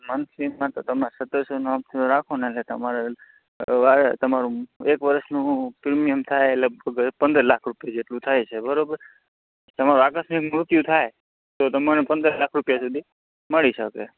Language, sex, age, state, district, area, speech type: Gujarati, male, 18-30, Gujarat, Morbi, rural, conversation